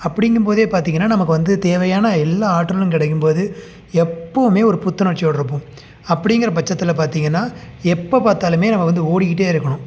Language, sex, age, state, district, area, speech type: Tamil, male, 30-45, Tamil Nadu, Salem, rural, spontaneous